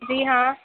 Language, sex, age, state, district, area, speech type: Urdu, female, 18-30, Uttar Pradesh, Gautam Buddha Nagar, rural, conversation